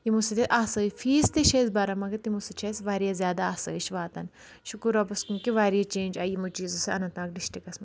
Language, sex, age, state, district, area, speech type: Kashmiri, female, 30-45, Jammu and Kashmir, Anantnag, rural, spontaneous